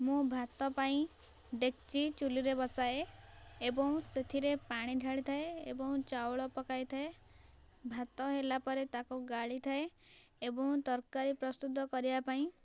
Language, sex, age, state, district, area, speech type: Odia, female, 18-30, Odisha, Nayagarh, rural, spontaneous